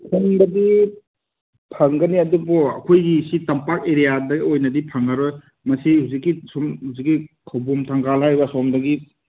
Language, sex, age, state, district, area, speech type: Manipuri, male, 30-45, Manipur, Kangpokpi, urban, conversation